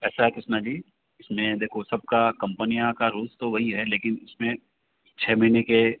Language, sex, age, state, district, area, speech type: Hindi, male, 60+, Rajasthan, Jodhpur, urban, conversation